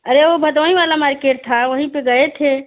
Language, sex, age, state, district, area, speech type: Hindi, female, 45-60, Uttar Pradesh, Bhadohi, urban, conversation